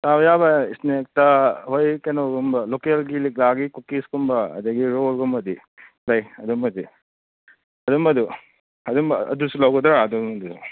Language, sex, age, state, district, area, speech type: Manipuri, male, 30-45, Manipur, Kakching, rural, conversation